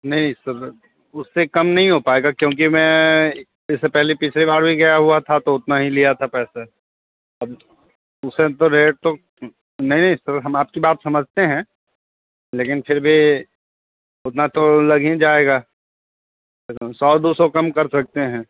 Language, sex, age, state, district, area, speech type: Hindi, male, 30-45, Bihar, Darbhanga, rural, conversation